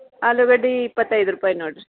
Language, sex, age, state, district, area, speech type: Kannada, female, 45-60, Karnataka, Dharwad, urban, conversation